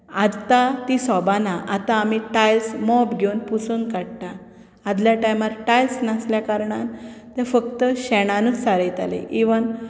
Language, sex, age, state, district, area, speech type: Goan Konkani, female, 30-45, Goa, Bardez, rural, spontaneous